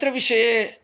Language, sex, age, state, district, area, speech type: Sanskrit, male, 45-60, Karnataka, Dharwad, urban, spontaneous